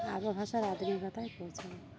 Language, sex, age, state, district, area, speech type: Bengali, female, 18-30, West Bengal, Uttar Dinajpur, urban, spontaneous